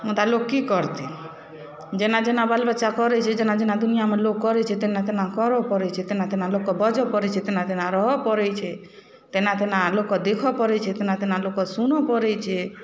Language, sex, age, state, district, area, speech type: Maithili, female, 30-45, Bihar, Darbhanga, urban, spontaneous